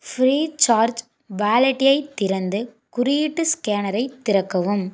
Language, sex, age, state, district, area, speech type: Tamil, female, 18-30, Tamil Nadu, Tiruppur, rural, read